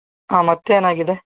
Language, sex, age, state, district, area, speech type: Kannada, male, 18-30, Karnataka, Davanagere, rural, conversation